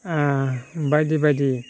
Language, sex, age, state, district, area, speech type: Bodo, male, 60+, Assam, Baksa, rural, spontaneous